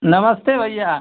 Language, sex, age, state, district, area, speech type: Hindi, male, 45-60, Uttar Pradesh, Mau, urban, conversation